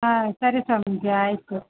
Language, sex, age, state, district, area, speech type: Kannada, female, 30-45, Karnataka, Chitradurga, urban, conversation